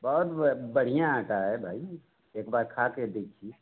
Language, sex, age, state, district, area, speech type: Hindi, male, 45-60, Uttar Pradesh, Mau, rural, conversation